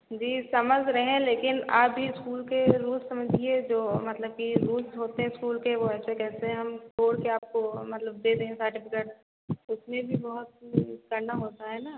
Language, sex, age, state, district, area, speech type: Hindi, female, 30-45, Uttar Pradesh, Sitapur, rural, conversation